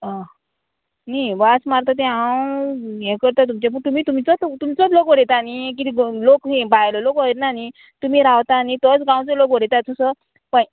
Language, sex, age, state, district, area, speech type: Goan Konkani, female, 45-60, Goa, Murmgao, rural, conversation